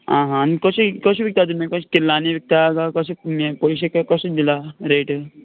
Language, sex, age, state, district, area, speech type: Goan Konkani, male, 18-30, Goa, Canacona, rural, conversation